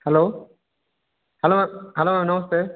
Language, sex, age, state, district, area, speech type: Odia, male, 18-30, Odisha, Nabarangpur, urban, conversation